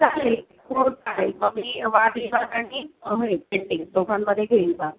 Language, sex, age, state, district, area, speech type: Marathi, female, 30-45, Maharashtra, Sindhudurg, rural, conversation